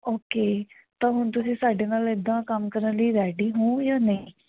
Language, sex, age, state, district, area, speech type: Punjabi, female, 18-30, Punjab, Mansa, urban, conversation